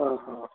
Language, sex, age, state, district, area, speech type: Kannada, male, 30-45, Karnataka, Mysore, rural, conversation